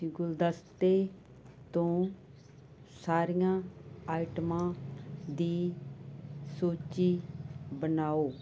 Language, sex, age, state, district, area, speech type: Punjabi, female, 60+, Punjab, Muktsar, urban, read